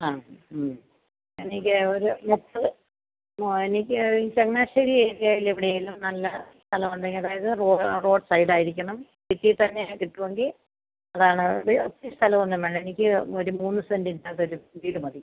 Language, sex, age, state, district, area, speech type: Malayalam, female, 45-60, Kerala, Pathanamthitta, rural, conversation